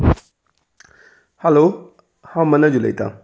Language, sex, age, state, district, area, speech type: Goan Konkani, male, 30-45, Goa, Salcete, urban, spontaneous